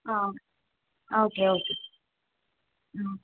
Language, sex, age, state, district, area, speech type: Kannada, female, 18-30, Karnataka, Hassan, rural, conversation